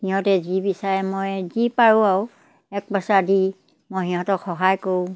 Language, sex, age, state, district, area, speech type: Assamese, female, 60+, Assam, Dibrugarh, rural, spontaneous